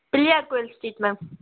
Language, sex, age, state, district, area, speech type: Tamil, female, 18-30, Tamil Nadu, Vellore, urban, conversation